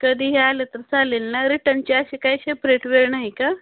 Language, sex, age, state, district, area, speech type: Marathi, female, 45-60, Maharashtra, Osmanabad, rural, conversation